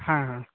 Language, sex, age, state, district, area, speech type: Odia, male, 45-60, Odisha, Nabarangpur, rural, conversation